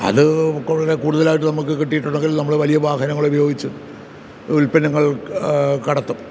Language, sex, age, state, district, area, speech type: Malayalam, male, 60+, Kerala, Kottayam, rural, spontaneous